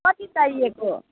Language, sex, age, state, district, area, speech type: Nepali, female, 45-60, West Bengal, Kalimpong, rural, conversation